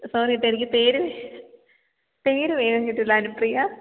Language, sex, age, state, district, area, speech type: Malayalam, female, 18-30, Kerala, Idukki, rural, conversation